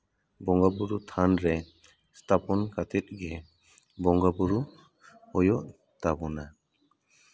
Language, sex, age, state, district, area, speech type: Santali, male, 30-45, West Bengal, Paschim Bardhaman, urban, spontaneous